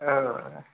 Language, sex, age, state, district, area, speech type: Maithili, male, 45-60, Bihar, Purnia, rural, conversation